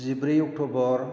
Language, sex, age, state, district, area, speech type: Bodo, male, 60+, Assam, Chirang, urban, spontaneous